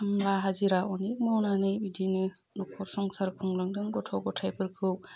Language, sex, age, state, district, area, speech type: Bodo, female, 30-45, Assam, Udalguri, urban, spontaneous